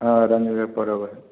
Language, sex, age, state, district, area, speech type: Hindi, male, 45-60, Bihar, Samastipur, rural, conversation